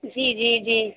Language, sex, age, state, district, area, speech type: Hindi, female, 30-45, Uttar Pradesh, Azamgarh, rural, conversation